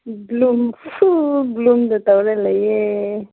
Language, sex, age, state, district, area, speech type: Manipuri, female, 18-30, Manipur, Kangpokpi, urban, conversation